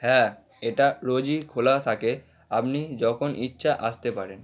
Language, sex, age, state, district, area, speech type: Bengali, male, 18-30, West Bengal, Howrah, urban, read